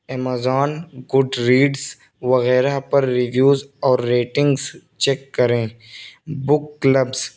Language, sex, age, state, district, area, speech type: Urdu, male, 18-30, Uttar Pradesh, Balrampur, rural, spontaneous